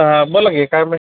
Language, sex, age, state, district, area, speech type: Marathi, male, 30-45, Maharashtra, Osmanabad, rural, conversation